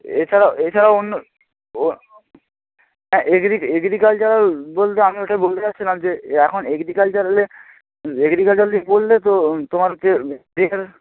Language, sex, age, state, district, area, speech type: Bengali, male, 18-30, West Bengal, Jalpaiguri, rural, conversation